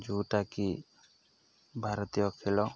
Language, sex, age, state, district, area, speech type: Odia, male, 18-30, Odisha, Nuapada, urban, spontaneous